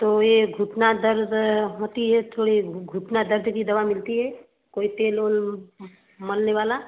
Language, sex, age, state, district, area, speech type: Hindi, female, 30-45, Uttar Pradesh, Varanasi, urban, conversation